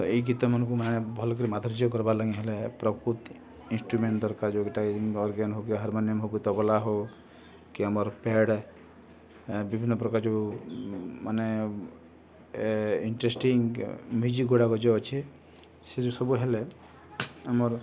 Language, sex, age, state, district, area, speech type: Odia, male, 30-45, Odisha, Balangir, urban, spontaneous